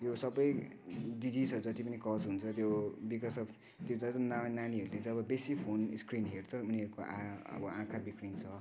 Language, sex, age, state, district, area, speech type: Nepali, male, 18-30, West Bengal, Kalimpong, rural, spontaneous